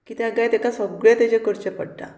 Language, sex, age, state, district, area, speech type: Goan Konkani, female, 30-45, Goa, Murmgao, rural, spontaneous